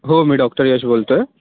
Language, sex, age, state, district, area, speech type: Marathi, male, 18-30, Maharashtra, Thane, urban, conversation